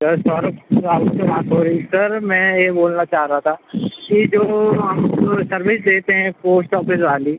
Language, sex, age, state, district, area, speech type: Hindi, male, 18-30, Madhya Pradesh, Hoshangabad, urban, conversation